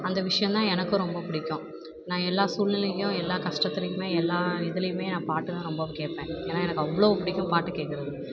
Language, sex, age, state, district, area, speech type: Tamil, female, 30-45, Tamil Nadu, Perambalur, rural, spontaneous